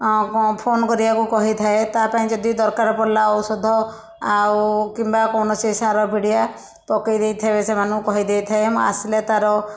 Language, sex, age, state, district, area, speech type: Odia, female, 30-45, Odisha, Bhadrak, rural, spontaneous